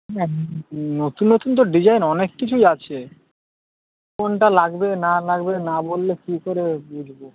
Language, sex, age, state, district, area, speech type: Bengali, male, 18-30, West Bengal, Howrah, urban, conversation